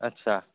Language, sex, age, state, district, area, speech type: Assamese, male, 30-45, Assam, Udalguri, rural, conversation